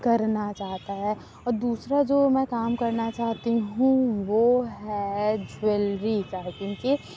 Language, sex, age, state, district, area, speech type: Urdu, female, 30-45, Uttar Pradesh, Aligarh, rural, spontaneous